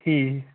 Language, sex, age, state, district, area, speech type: Kashmiri, male, 18-30, Jammu and Kashmir, Srinagar, urban, conversation